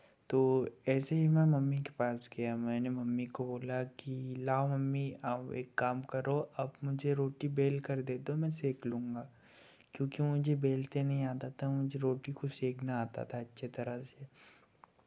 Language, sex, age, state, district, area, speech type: Hindi, male, 18-30, Madhya Pradesh, Betul, rural, spontaneous